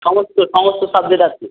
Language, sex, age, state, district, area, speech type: Bengali, male, 18-30, West Bengal, Uttar Dinajpur, urban, conversation